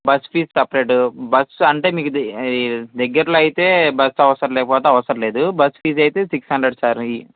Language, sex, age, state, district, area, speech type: Telugu, male, 18-30, Andhra Pradesh, Srikakulam, rural, conversation